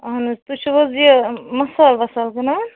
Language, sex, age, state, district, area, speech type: Kashmiri, female, 30-45, Jammu and Kashmir, Ganderbal, rural, conversation